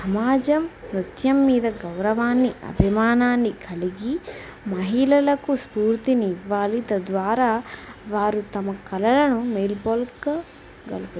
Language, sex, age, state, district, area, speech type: Telugu, female, 18-30, Telangana, Warangal, rural, spontaneous